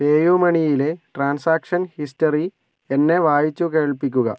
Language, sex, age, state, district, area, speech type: Malayalam, male, 45-60, Kerala, Kozhikode, urban, read